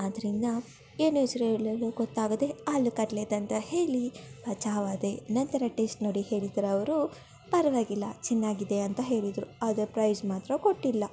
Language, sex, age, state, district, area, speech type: Kannada, female, 18-30, Karnataka, Kolar, rural, spontaneous